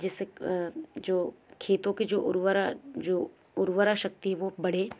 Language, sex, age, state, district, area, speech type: Hindi, female, 30-45, Madhya Pradesh, Balaghat, rural, spontaneous